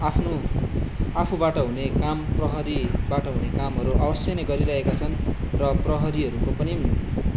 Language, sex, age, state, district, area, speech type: Nepali, male, 18-30, West Bengal, Darjeeling, rural, spontaneous